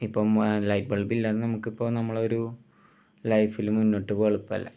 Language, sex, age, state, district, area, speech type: Malayalam, male, 18-30, Kerala, Thrissur, rural, spontaneous